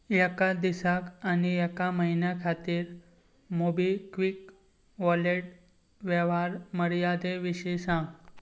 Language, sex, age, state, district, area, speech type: Goan Konkani, male, 18-30, Goa, Pernem, rural, read